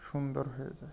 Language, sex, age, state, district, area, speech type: Bengali, male, 45-60, West Bengal, Birbhum, urban, spontaneous